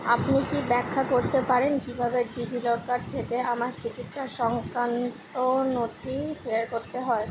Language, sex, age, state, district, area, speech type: Bengali, female, 18-30, West Bengal, Kolkata, urban, read